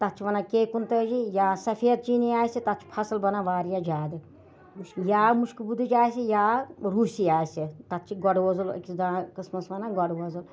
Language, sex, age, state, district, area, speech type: Kashmiri, female, 60+, Jammu and Kashmir, Ganderbal, rural, spontaneous